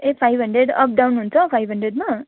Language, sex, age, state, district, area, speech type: Nepali, female, 18-30, West Bengal, Kalimpong, rural, conversation